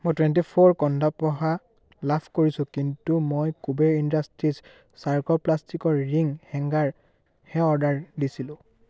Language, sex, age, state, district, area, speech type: Assamese, male, 18-30, Assam, Biswanath, rural, read